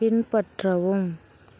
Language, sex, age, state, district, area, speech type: Tamil, female, 18-30, Tamil Nadu, Thanjavur, rural, read